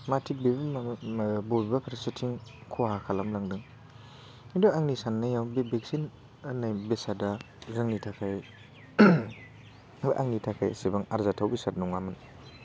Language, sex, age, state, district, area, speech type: Bodo, male, 18-30, Assam, Baksa, rural, spontaneous